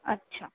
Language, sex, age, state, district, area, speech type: Urdu, female, 18-30, Uttar Pradesh, Gautam Buddha Nagar, rural, conversation